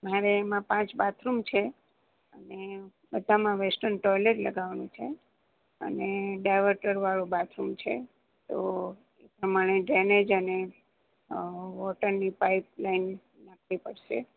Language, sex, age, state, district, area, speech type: Gujarati, female, 60+, Gujarat, Ahmedabad, urban, conversation